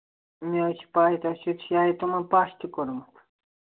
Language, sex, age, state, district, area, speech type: Kashmiri, male, 18-30, Jammu and Kashmir, Ganderbal, rural, conversation